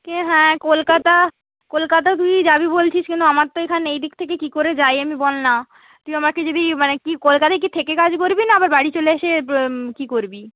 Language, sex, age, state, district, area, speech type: Bengali, female, 30-45, West Bengal, Nadia, rural, conversation